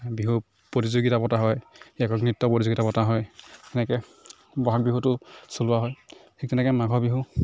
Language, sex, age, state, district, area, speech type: Assamese, male, 45-60, Assam, Morigaon, rural, spontaneous